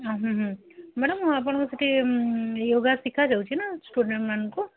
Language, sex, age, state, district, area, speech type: Odia, female, 60+, Odisha, Gajapati, rural, conversation